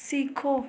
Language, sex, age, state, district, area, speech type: Hindi, female, 18-30, Uttar Pradesh, Ghazipur, urban, read